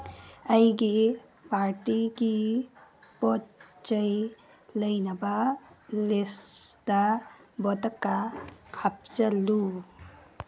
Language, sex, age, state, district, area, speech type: Manipuri, female, 18-30, Manipur, Kangpokpi, urban, read